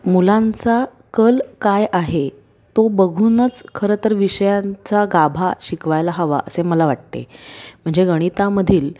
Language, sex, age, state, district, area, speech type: Marathi, female, 30-45, Maharashtra, Pune, urban, spontaneous